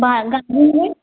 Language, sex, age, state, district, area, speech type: Hindi, female, 18-30, Madhya Pradesh, Gwalior, rural, conversation